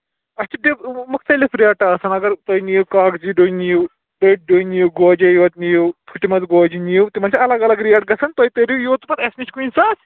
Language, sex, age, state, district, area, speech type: Kashmiri, male, 18-30, Jammu and Kashmir, Kulgam, rural, conversation